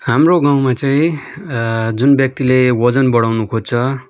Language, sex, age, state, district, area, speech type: Nepali, male, 18-30, West Bengal, Darjeeling, rural, spontaneous